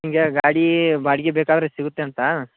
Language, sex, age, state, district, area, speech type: Kannada, male, 18-30, Karnataka, Dharwad, rural, conversation